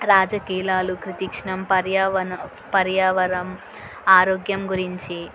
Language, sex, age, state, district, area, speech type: Telugu, female, 18-30, Telangana, Yadadri Bhuvanagiri, urban, spontaneous